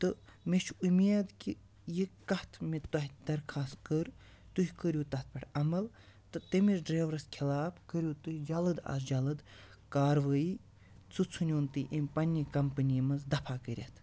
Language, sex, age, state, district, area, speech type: Kashmiri, male, 60+, Jammu and Kashmir, Baramulla, rural, spontaneous